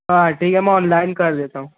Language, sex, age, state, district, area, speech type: Urdu, male, 18-30, Maharashtra, Nashik, urban, conversation